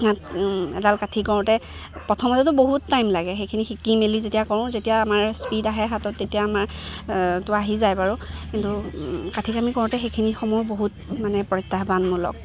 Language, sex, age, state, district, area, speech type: Assamese, female, 18-30, Assam, Lakhimpur, urban, spontaneous